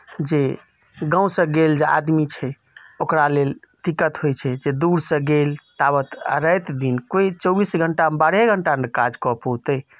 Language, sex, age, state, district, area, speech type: Maithili, male, 30-45, Bihar, Madhubani, rural, spontaneous